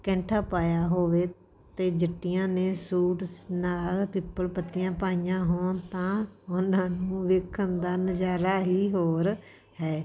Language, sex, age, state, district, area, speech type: Punjabi, female, 45-60, Punjab, Patiala, rural, spontaneous